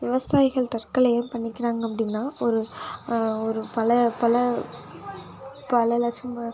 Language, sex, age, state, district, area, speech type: Tamil, female, 18-30, Tamil Nadu, Nagapattinam, rural, spontaneous